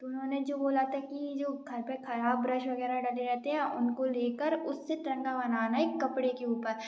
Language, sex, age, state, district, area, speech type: Hindi, female, 18-30, Madhya Pradesh, Gwalior, rural, spontaneous